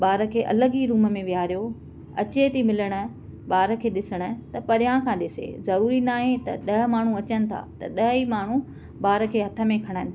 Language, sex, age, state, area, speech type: Sindhi, female, 30-45, Maharashtra, urban, spontaneous